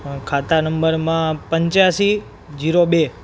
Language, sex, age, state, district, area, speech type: Gujarati, male, 18-30, Gujarat, Surat, urban, spontaneous